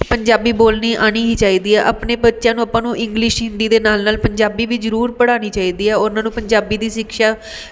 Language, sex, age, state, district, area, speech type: Punjabi, female, 30-45, Punjab, Mohali, urban, spontaneous